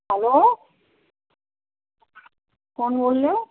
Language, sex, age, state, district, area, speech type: Hindi, female, 18-30, Rajasthan, Karauli, rural, conversation